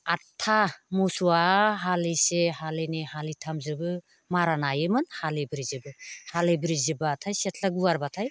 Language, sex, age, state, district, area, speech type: Bodo, female, 60+, Assam, Baksa, rural, spontaneous